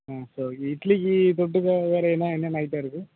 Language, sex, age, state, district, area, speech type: Tamil, male, 18-30, Tamil Nadu, Tenkasi, urban, conversation